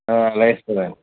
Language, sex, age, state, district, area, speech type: Telugu, male, 60+, Andhra Pradesh, West Godavari, rural, conversation